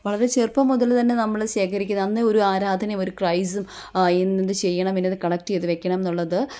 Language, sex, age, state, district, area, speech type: Malayalam, female, 30-45, Kerala, Kottayam, rural, spontaneous